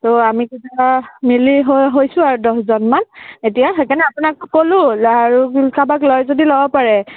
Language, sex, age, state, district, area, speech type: Assamese, female, 18-30, Assam, Nagaon, rural, conversation